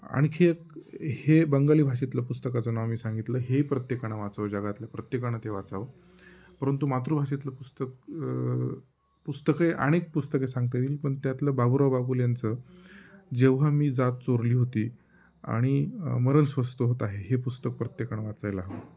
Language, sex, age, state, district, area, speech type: Marathi, male, 30-45, Maharashtra, Ahmednagar, rural, spontaneous